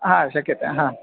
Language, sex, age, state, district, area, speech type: Sanskrit, male, 18-30, Karnataka, Bagalkot, urban, conversation